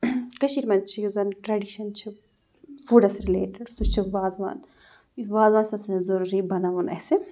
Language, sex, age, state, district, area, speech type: Kashmiri, female, 18-30, Jammu and Kashmir, Ganderbal, rural, spontaneous